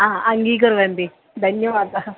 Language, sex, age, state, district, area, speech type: Sanskrit, female, 18-30, Kerala, Malappuram, urban, conversation